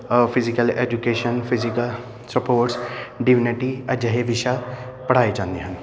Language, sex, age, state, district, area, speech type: Punjabi, male, 30-45, Punjab, Amritsar, urban, spontaneous